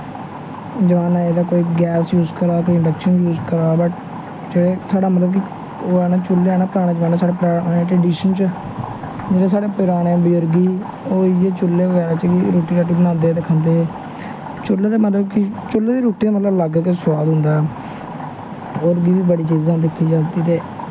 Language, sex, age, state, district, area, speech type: Dogri, male, 18-30, Jammu and Kashmir, Samba, rural, spontaneous